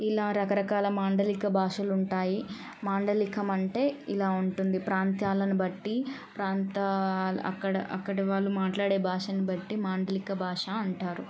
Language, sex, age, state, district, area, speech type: Telugu, female, 18-30, Telangana, Siddipet, urban, spontaneous